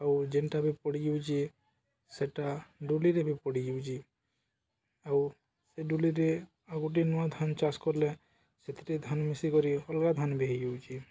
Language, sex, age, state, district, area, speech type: Odia, male, 18-30, Odisha, Balangir, urban, spontaneous